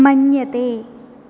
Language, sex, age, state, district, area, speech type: Sanskrit, female, 18-30, Kerala, Palakkad, rural, read